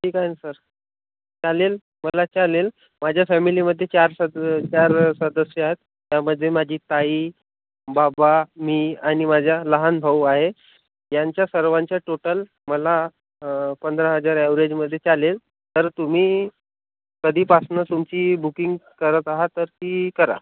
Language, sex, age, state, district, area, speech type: Marathi, male, 18-30, Maharashtra, Nagpur, rural, conversation